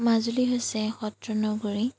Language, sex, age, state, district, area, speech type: Assamese, female, 30-45, Assam, Majuli, urban, spontaneous